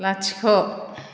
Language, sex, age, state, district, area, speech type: Bodo, female, 60+, Assam, Chirang, urban, read